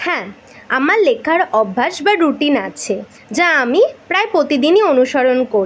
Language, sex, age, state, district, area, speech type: Bengali, female, 18-30, West Bengal, Kolkata, urban, spontaneous